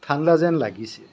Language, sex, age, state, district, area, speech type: Assamese, male, 60+, Assam, Kamrup Metropolitan, urban, read